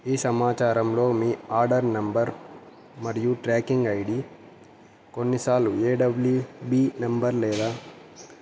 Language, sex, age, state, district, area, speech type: Telugu, male, 18-30, Andhra Pradesh, Annamaya, rural, spontaneous